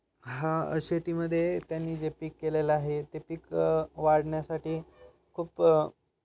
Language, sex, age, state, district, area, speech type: Marathi, male, 18-30, Maharashtra, Ahmednagar, rural, spontaneous